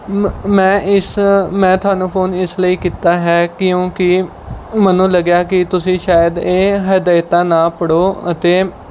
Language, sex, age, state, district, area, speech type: Punjabi, male, 18-30, Punjab, Mohali, rural, spontaneous